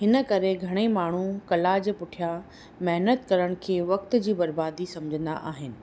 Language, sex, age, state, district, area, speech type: Sindhi, female, 30-45, Rajasthan, Ajmer, urban, spontaneous